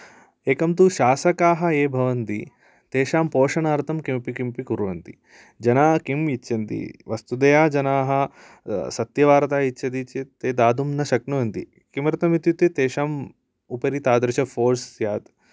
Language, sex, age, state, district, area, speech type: Sanskrit, male, 18-30, Kerala, Idukki, urban, spontaneous